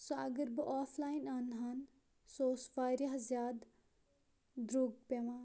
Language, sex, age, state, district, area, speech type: Kashmiri, female, 18-30, Jammu and Kashmir, Kupwara, rural, spontaneous